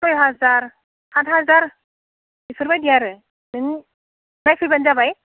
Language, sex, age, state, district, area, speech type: Bodo, female, 45-60, Assam, Udalguri, rural, conversation